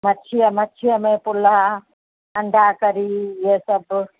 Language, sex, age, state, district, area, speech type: Sindhi, female, 45-60, Uttar Pradesh, Lucknow, rural, conversation